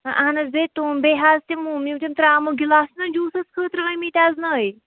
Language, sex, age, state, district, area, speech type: Kashmiri, female, 30-45, Jammu and Kashmir, Shopian, urban, conversation